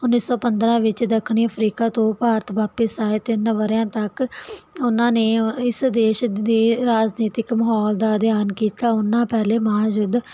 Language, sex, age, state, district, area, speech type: Punjabi, female, 18-30, Punjab, Barnala, rural, spontaneous